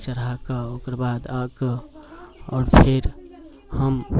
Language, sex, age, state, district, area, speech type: Maithili, male, 30-45, Bihar, Muzaffarpur, urban, spontaneous